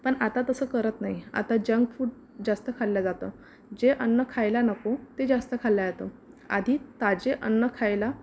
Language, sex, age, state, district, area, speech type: Marathi, female, 45-60, Maharashtra, Amravati, urban, spontaneous